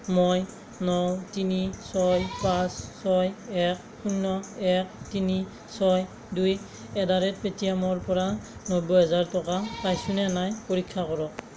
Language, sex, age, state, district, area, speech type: Assamese, male, 18-30, Assam, Darrang, rural, read